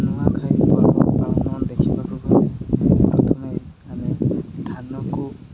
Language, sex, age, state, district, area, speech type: Odia, male, 18-30, Odisha, Koraput, urban, spontaneous